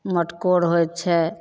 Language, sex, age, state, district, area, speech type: Maithili, female, 45-60, Bihar, Begusarai, rural, spontaneous